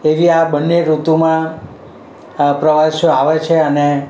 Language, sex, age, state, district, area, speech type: Gujarati, male, 60+, Gujarat, Valsad, urban, spontaneous